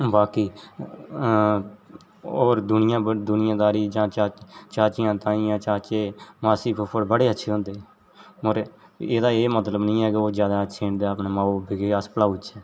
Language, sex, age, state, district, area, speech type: Dogri, male, 18-30, Jammu and Kashmir, Jammu, rural, spontaneous